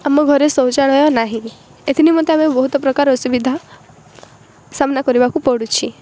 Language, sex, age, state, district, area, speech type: Odia, female, 18-30, Odisha, Rayagada, rural, spontaneous